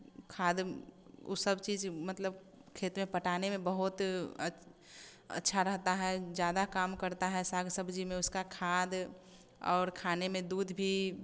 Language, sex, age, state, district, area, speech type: Hindi, female, 18-30, Bihar, Samastipur, rural, spontaneous